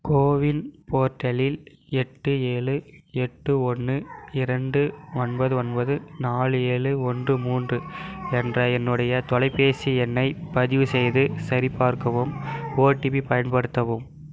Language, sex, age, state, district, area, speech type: Tamil, male, 18-30, Tamil Nadu, Krishnagiri, rural, read